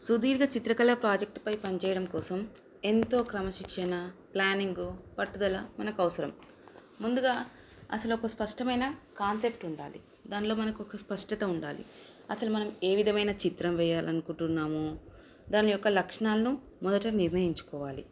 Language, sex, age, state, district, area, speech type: Telugu, female, 30-45, Telangana, Nagarkurnool, urban, spontaneous